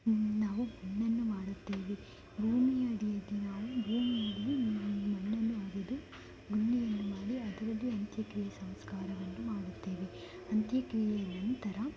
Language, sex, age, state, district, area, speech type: Kannada, female, 45-60, Karnataka, Tumkur, rural, spontaneous